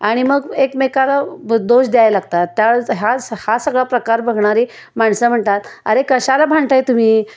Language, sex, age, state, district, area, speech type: Marathi, female, 60+, Maharashtra, Kolhapur, urban, spontaneous